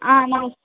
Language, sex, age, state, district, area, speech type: Kannada, female, 30-45, Karnataka, Tumkur, rural, conversation